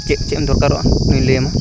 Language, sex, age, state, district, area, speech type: Santali, male, 18-30, Jharkhand, Seraikela Kharsawan, rural, spontaneous